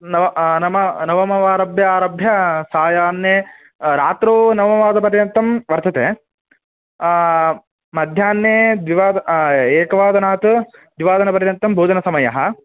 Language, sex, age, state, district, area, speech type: Sanskrit, male, 18-30, Karnataka, Dharwad, urban, conversation